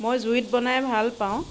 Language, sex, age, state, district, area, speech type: Assamese, female, 30-45, Assam, Sivasagar, rural, spontaneous